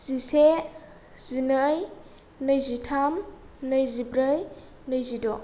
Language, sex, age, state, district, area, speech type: Bodo, female, 18-30, Assam, Kokrajhar, rural, spontaneous